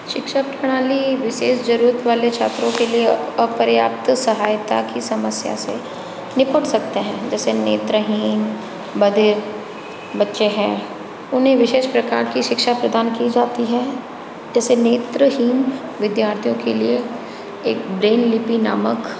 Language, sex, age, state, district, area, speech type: Hindi, female, 60+, Rajasthan, Jodhpur, urban, spontaneous